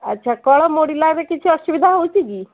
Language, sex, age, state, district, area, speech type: Odia, female, 30-45, Odisha, Cuttack, urban, conversation